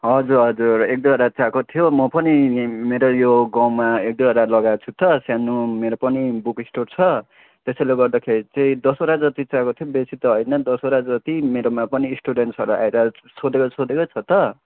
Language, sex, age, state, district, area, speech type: Nepali, male, 18-30, West Bengal, Kalimpong, rural, conversation